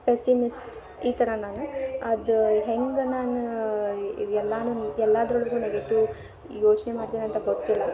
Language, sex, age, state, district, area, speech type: Kannada, female, 18-30, Karnataka, Dharwad, rural, spontaneous